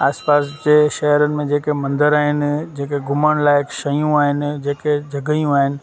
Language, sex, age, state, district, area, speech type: Sindhi, male, 30-45, Gujarat, Junagadh, rural, spontaneous